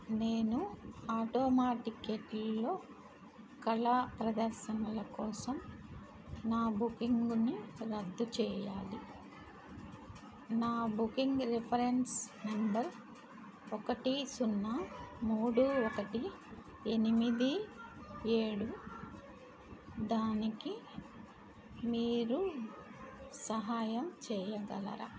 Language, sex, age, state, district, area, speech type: Telugu, female, 60+, Andhra Pradesh, N T Rama Rao, urban, read